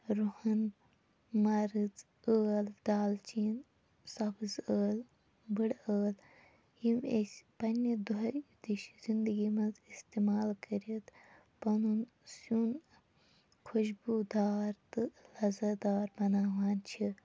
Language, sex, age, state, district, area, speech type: Kashmiri, female, 30-45, Jammu and Kashmir, Shopian, urban, spontaneous